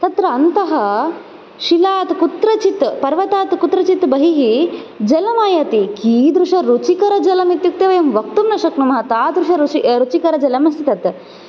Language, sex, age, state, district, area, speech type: Sanskrit, female, 18-30, Karnataka, Koppal, rural, spontaneous